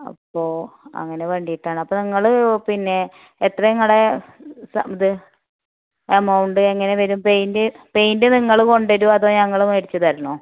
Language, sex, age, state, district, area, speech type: Malayalam, female, 30-45, Kerala, Malappuram, rural, conversation